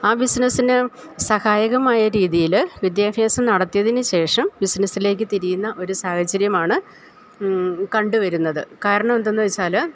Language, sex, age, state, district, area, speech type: Malayalam, female, 60+, Kerala, Idukki, rural, spontaneous